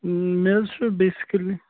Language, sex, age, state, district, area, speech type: Kashmiri, male, 18-30, Jammu and Kashmir, Srinagar, urban, conversation